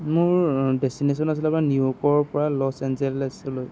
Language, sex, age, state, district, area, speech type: Assamese, male, 30-45, Assam, Golaghat, urban, spontaneous